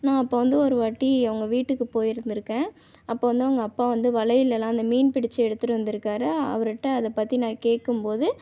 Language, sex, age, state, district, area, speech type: Tamil, female, 30-45, Tamil Nadu, Tiruvarur, rural, spontaneous